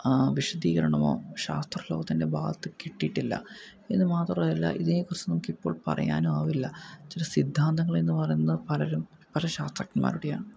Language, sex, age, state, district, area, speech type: Malayalam, male, 18-30, Kerala, Palakkad, rural, spontaneous